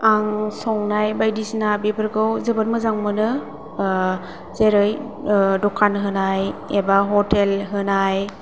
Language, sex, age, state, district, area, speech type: Bodo, female, 18-30, Assam, Chirang, rural, spontaneous